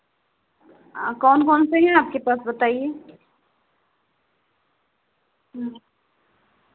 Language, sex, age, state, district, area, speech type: Hindi, female, 30-45, Uttar Pradesh, Sitapur, rural, conversation